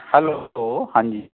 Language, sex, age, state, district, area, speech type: Punjabi, male, 45-60, Punjab, Fatehgarh Sahib, rural, conversation